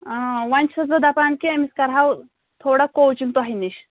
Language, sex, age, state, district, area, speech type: Kashmiri, female, 30-45, Jammu and Kashmir, Pulwama, urban, conversation